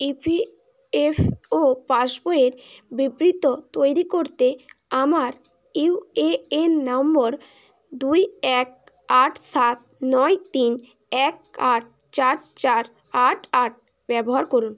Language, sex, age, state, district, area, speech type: Bengali, female, 18-30, West Bengal, Bankura, urban, read